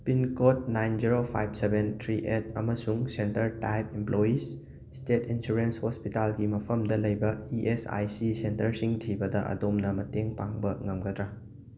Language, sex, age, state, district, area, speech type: Manipuri, male, 18-30, Manipur, Thoubal, rural, read